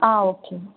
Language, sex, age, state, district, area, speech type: Tamil, female, 18-30, Tamil Nadu, Mayiladuthurai, rural, conversation